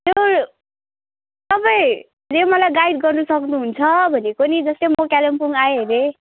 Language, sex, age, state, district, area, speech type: Nepali, female, 18-30, West Bengal, Kalimpong, rural, conversation